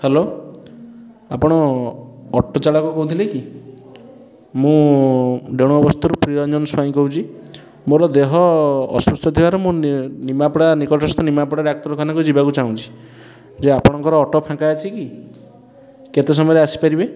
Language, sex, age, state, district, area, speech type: Odia, male, 30-45, Odisha, Puri, urban, spontaneous